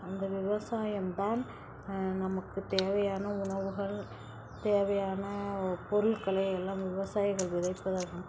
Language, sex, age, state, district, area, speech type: Tamil, female, 18-30, Tamil Nadu, Thanjavur, rural, spontaneous